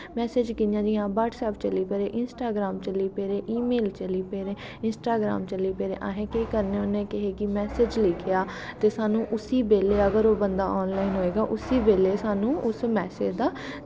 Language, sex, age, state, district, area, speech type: Dogri, female, 18-30, Jammu and Kashmir, Kathua, urban, spontaneous